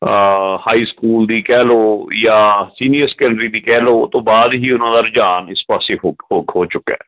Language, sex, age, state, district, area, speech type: Punjabi, male, 45-60, Punjab, Fatehgarh Sahib, urban, conversation